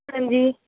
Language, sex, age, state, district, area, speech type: Punjabi, female, 30-45, Punjab, Kapurthala, urban, conversation